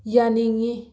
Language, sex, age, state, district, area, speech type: Manipuri, female, 18-30, Manipur, Thoubal, rural, read